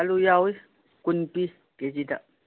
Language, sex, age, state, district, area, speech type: Manipuri, female, 60+, Manipur, Imphal East, rural, conversation